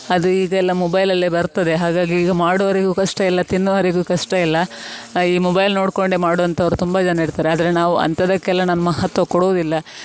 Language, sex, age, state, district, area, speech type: Kannada, female, 30-45, Karnataka, Dakshina Kannada, rural, spontaneous